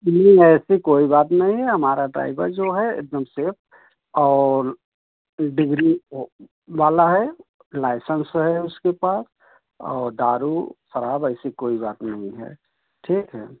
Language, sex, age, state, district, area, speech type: Hindi, male, 45-60, Uttar Pradesh, Prayagraj, urban, conversation